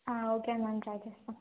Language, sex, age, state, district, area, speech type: Telugu, female, 18-30, Telangana, Jangaon, urban, conversation